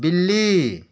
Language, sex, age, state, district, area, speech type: Hindi, male, 45-60, Uttar Pradesh, Varanasi, urban, read